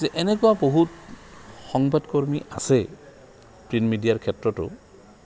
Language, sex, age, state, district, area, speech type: Assamese, male, 60+, Assam, Goalpara, urban, spontaneous